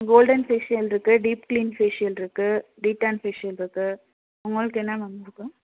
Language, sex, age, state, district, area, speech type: Tamil, female, 18-30, Tamil Nadu, Madurai, urban, conversation